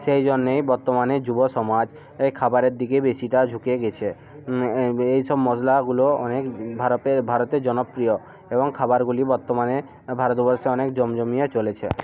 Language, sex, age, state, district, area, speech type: Bengali, male, 45-60, West Bengal, South 24 Parganas, rural, spontaneous